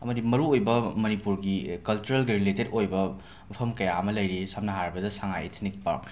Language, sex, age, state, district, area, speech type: Manipuri, male, 18-30, Manipur, Imphal West, urban, spontaneous